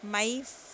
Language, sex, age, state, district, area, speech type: Urdu, female, 60+, Telangana, Hyderabad, urban, spontaneous